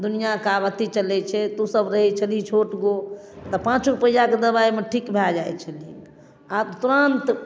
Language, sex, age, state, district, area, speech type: Maithili, female, 45-60, Bihar, Darbhanga, rural, spontaneous